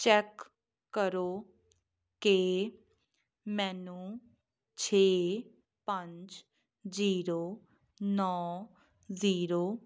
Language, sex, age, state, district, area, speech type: Punjabi, female, 18-30, Punjab, Muktsar, urban, read